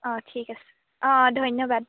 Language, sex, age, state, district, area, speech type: Assamese, female, 18-30, Assam, Sivasagar, urban, conversation